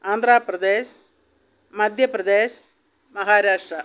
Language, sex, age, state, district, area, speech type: Malayalam, female, 60+, Kerala, Pathanamthitta, rural, spontaneous